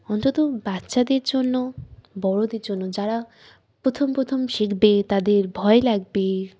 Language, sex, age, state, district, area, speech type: Bengali, female, 18-30, West Bengal, Birbhum, urban, spontaneous